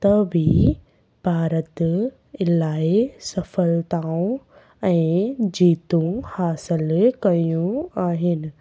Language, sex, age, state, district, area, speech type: Sindhi, female, 18-30, Gujarat, Junagadh, urban, spontaneous